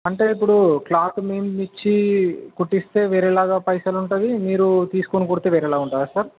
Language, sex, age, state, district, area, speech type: Telugu, male, 18-30, Telangana, Medchal, urban, conversation